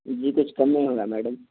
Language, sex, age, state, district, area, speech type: Urdu, male, 18-30, Telangana, Hyderabad, urban, conversation